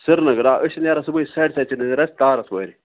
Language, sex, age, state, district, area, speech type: Kashmiri, male, 30-45, Jammu and Kashmir, Kupwara, rural, conversation